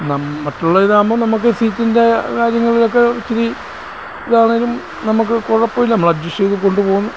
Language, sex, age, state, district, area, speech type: Malayalam, male, 45-60, Kerala, Alappuzha, urban, spontaneous